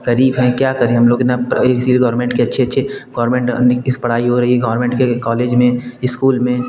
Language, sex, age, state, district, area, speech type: Hindi, male, 18-30, Uttar Pradesh, Bhadohi, urban, spontaneous